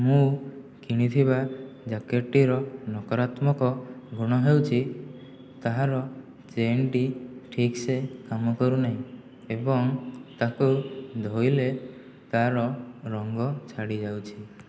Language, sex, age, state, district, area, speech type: Odia, male, 18-30, Odisha, Jajpur, rural, spontaneous